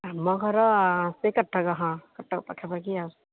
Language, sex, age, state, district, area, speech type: Odia, female, 18-30, Odisha, Kendujhar, urban, conversation